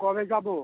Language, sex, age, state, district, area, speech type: Bengali, male, 60+, West Bengal, Birbhum, urban, conversation